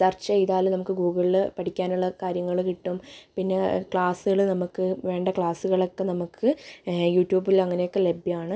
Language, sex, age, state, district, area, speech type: Malayalam, female, 18-30, Kerala, Wayanad, rural, spontaneous